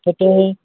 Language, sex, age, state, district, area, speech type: Sindhi, male, 18-30, Delhi, South Delhi, urban, conversation